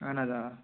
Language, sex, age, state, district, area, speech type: Kashmiri, male, 18-30, Jammu and Kashmir, Pulwama, rural, conversation